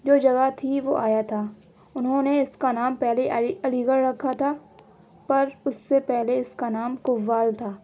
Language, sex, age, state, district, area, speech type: Urdu, female, 18-30, Uttar Pradesh, Aligarh, urban, spontaneous